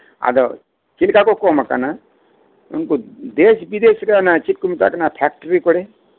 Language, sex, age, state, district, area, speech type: Santali, male, 45-60, West Bengal, Birbhum, rural, conversation